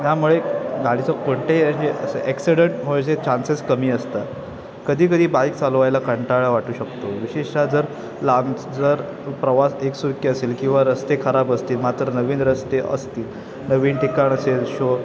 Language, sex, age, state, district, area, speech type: Marathi, male, 18-30, Maharashtra, Ratnagiri, urban, spontaneous